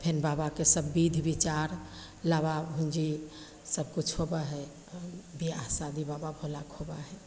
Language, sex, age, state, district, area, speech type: Maithili, female, 45-60, Bihar, Begusarai, rural, spontaneous